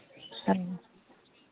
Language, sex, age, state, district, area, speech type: Santali, female, 30-45, Jharkhand, East Singhbhum, rural, conversation